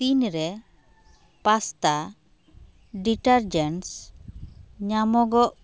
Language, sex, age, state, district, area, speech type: Santali, female, 30-45, West Bengal, Bankura, rural, read